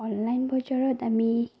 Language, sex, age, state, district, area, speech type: Assamese, female, 30-45, Assam, Sonitpur, rural, spontaneous